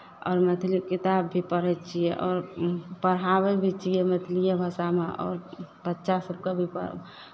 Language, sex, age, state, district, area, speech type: Maithili, female, 18-30, Bihar, Madhepura, rural, spontaneous